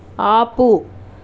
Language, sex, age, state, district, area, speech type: Telugu, female, 60+, Andhra Pradesh, Chittoor, rural, read